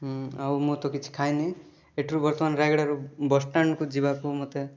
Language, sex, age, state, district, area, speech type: Odia, male, 18-30, Odisha, Rayagada, urban, spontaneous